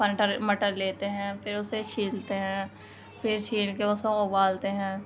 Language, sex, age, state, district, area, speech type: Urdu, female, 45-60, Delhi, Central Delhi, rural, spontaneous